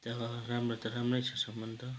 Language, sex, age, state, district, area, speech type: Nepali, male, 45-60, West Bengal, Kalimpong, rural, spontaneous